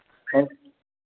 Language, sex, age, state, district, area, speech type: Hindi, male, 60+, Bihar, Madhepura, rural, conversation